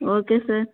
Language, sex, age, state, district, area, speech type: Telugu, female, 30-45, Andhra Pradesh, Vizianagaram, rural, conversation